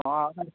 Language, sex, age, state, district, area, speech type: Malayalam, male, 45-60, Kerala, Kottayam, rural, conversation